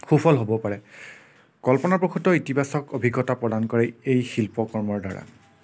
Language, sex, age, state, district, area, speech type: Assamese, male, 30-45, Assam, Nagaon, rural, spontaneous